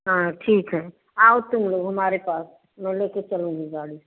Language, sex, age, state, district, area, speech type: Hindi, female, 60+, Uttar Pradesh, Prayagraj, rural, conversation